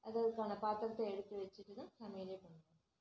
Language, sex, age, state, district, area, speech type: Tamil, female, 30-45, Tamil Nadu, Namakkal, rural, spontaneous